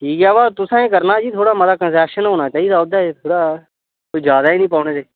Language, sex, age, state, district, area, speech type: Dogri, male, 30-45, Jammu and Kashmir, Udhampur, rural, conversation